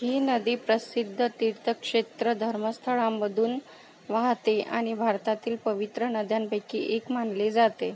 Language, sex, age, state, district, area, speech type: Marathi, female, 18-30, Maharashtra, Akola, rural, read